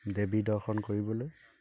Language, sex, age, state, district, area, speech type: Assamese, male, 18-30, Assam, Dibrugarh, rural, spontaneous